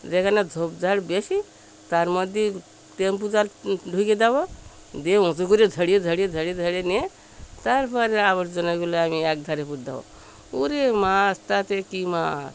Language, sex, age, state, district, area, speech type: Bengali, female, 60+, West Bengal, Birbhum, urban, spontaneous